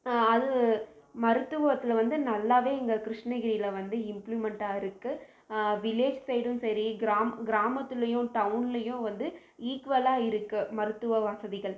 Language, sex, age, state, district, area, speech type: Tamil, female, 18-30, Tamil Nadu, Krishnagiri, rural, spontaneous